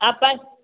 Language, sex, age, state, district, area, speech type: Kannada, female, 60+, Karnataka, Belgaum, urban, conversation